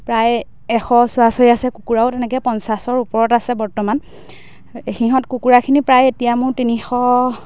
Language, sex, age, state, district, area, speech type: Assamese, female, 30-45, Assam, Majuli, urban, spontaneous